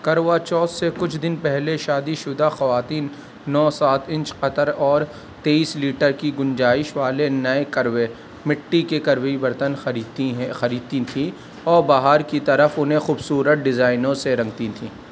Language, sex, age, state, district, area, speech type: Urdu, male, 30-45, Delhi, Central Delhi, urban, read